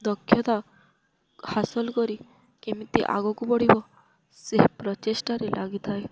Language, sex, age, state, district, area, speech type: Odia, female, 18-30, Odisha, Balangir, urban, spontaneous